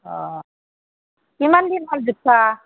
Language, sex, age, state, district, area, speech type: Assamese, female, 45-60, Assam, Barpeta, rural, conversation